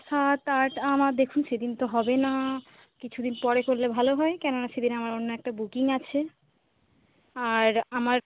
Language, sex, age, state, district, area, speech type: Bengali, female, 18-30, West Bengal, Uttar Dinajpur, urban, conversation